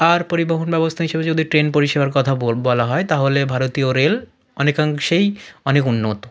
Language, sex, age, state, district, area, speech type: Bengali, male, 30-45, West Bengal, South 24 Parganas, rural, spontaneous